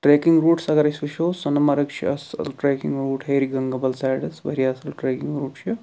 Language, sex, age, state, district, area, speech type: Kashmiri, male, 45-60, Jammu and Kashmir, Budgam, rural, spontaneous